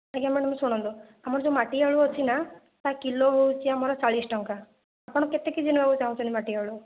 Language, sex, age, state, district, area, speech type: Odia, female, 30-45, Odisha, Jajpur, rural, conversation